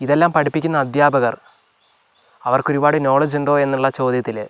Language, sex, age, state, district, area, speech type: Malayalam, male, 45-60, Kerala, Wayanad, rural, spontaneous